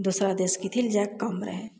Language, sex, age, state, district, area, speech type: Maithili, female, 45-60, Bihar, Begusarai, rural, spontaneous